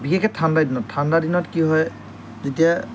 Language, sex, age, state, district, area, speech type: Assamese, male, 18-30, Assam, Lakhimpur, urban, spontaneous